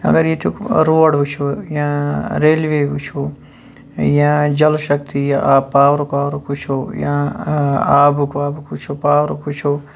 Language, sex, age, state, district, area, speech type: Kashmiri, male, 45-60, Jammu and Kashmir, Shopian, urban, spontaneous